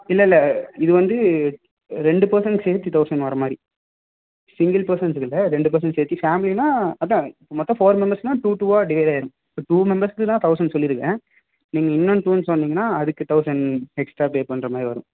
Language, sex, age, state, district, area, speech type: Tamil, male, 18-30, Tamil Nadu, Salem, urban, conversation